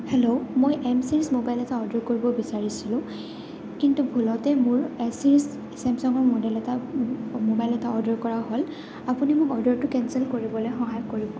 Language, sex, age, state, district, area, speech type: Assamese, female, 18-30, Assam, Goalpara, urban, spontaneous